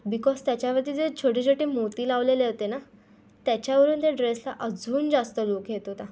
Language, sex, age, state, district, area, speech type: Marathi, female, 18-30, Maharashtra, Thane, urban, spontaneous